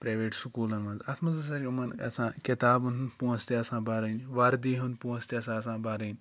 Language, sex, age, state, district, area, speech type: Kashmiri, male, 45-60, Jammu and Kashmir, Ganderbal, rural, spontaneous